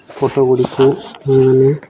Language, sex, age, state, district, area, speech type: Odia, male, 18-30, Odisha, Nabarangpur, urban, spontaneous